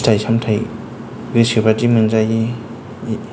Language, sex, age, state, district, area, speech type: Bodo, male, 30-45, Assam, Kokrajhar, rural, spontaneous